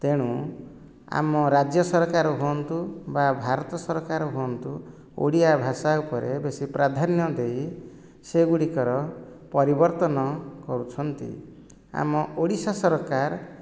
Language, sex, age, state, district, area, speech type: Odia, male, 45-60, Odisha, Nayagarh, rural, spontaneous